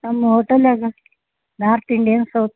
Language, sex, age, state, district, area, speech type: Kannada, female, 60+, Karnataka, Gadag, rural, conversation